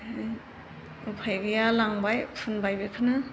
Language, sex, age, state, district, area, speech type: Bodo, female, 60+, Assam, Chirang, rural, spontaneous